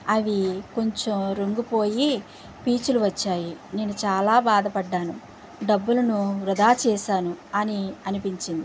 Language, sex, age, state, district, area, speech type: Telugu, male, 45-60, Andhra Pradesh, West Godavari, rural, spontaneous